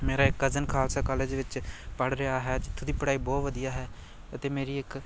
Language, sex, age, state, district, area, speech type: Punjabi, male, 18-30, Punjab, Amritsar, urban, spontaneous